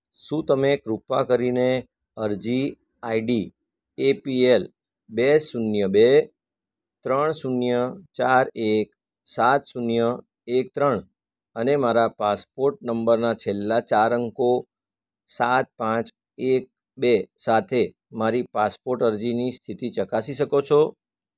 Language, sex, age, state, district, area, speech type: Gujarati, male, 45-60, Gujarat, Surat, rural, read